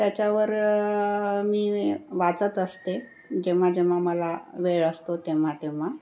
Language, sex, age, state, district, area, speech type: Marathi, female, 60+, Maharashtra, Nagpur, urban, spontaneous